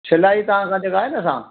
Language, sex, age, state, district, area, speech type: Sindhi, male, 60+, Delhi, South Delhi, rural, conversation